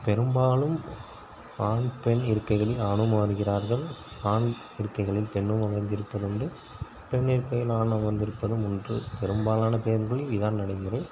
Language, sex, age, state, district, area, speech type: Tamil, male, 30-45, Tamil Nadu, Pudukkottai, rural, spontaneous